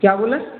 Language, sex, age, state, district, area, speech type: Hindi, male, 18-30, Madhya Pradesh, Balaghat, rural, conversation